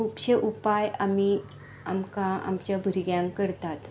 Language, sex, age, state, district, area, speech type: Goan Konkani, female, 45-60, Goa, Tiswadi, rural, spontaneous